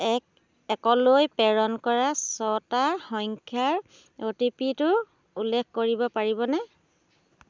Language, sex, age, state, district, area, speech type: Assamese, female, 30-45, Assam, Dhemaji, rural, read